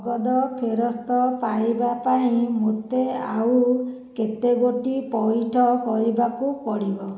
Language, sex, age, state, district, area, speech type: Odia, female, 30-45, Odisha, Khordha, rural, read